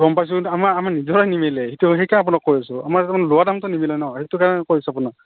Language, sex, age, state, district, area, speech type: Assamese, male, 30-45, Assam, Morigaon, rural, conversation